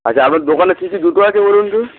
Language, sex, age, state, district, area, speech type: Bengali, male, 45-60, West Bengal, Hooghly, rural, conversation